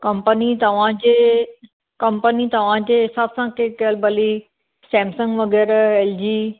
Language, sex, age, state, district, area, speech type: Sindhi, female, 30-45, Maharashtra, Thane, urban, conversation